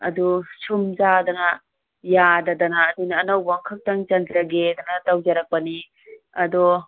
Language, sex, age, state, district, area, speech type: Manipuri, female, 60+, Manipur, Thoubal, rural, conversation